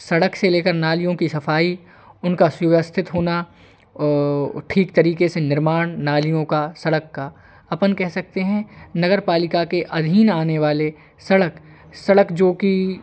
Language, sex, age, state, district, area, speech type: Hindi, male, 18-30, Madhya Pradesh, Hoshangabad, rural, spontaneous